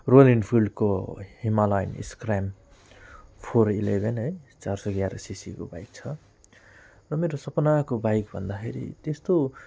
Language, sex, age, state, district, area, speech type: Nepali, male, 45-60, West Bengal, Alipurduar, rural, spontaneous